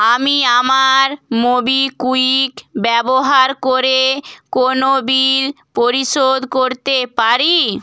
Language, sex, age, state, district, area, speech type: Bengali, female, 18-30, West Bengal, Bankura, urban, read